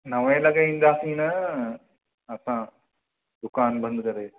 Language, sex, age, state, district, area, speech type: Sindhi, male, 45-60, Maharashtra, Mumbai Suburban, urban, conversation